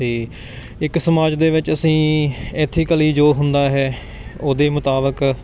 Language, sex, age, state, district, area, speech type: Punjabi, male, 18-30, Punjab, Patiala, rural, spontaneous